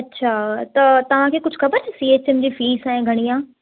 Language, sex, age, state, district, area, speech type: Sindhi, female, 18-30, Maharashtra, Thane, urban, conversation